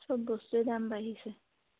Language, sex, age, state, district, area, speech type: Assamese, female, 30-45, Assam, Majuli, urban, conversation